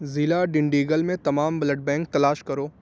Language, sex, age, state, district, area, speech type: Urdu, male, 18-30, Uttar Pradesh, Ghaziabad, urban, read